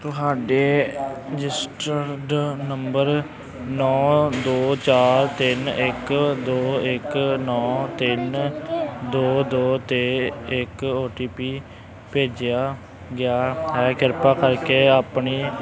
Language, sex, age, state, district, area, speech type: Punjabi, male, 18-30, Punjab, Amritsar, rural, read